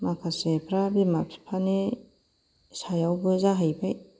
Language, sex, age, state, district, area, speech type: Bodo, female, 45-60, Assam, Kokrajhar, urban, spontaneous